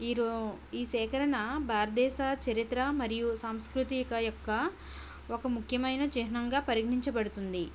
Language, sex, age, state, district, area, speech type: Telugu, female, 18-30, Andhra Pradesh, Konaseema, rural, spontaneous